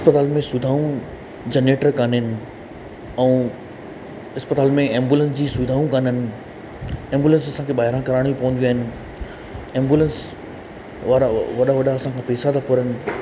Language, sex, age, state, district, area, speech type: Sindhi, male, 30-45, Madhya Pradesh, Katni, urban, spontaneous